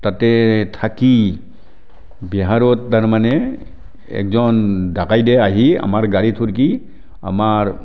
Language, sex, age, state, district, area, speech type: Assamese, male, 60+, Assam, Barpeta, rural, spontaneous